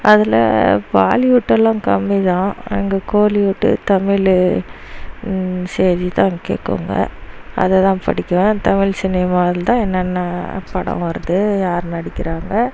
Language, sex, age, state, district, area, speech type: Tamil, female, 30-45, Tamil Nadu, Dharmapuri, rural, spontaneous